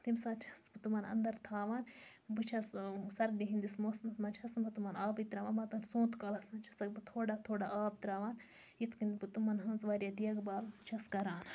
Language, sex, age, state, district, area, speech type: Kashmiri, female, 60+, Jammu and Kashmir, Baramulla, rural, spontaneous